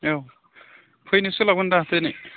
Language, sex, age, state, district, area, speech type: Bodo, male, 30-45, Assam, Udalguri, rural, conversation